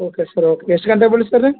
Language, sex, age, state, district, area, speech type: Kannada, male, 30-45, Karnataka, Gulbarga, urban, conversation